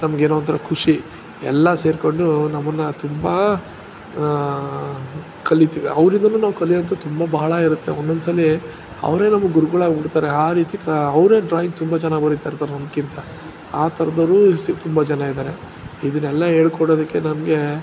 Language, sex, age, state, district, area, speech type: Kannada, male, 45-60, Karnataka, Ramanagara, urban, spontaneous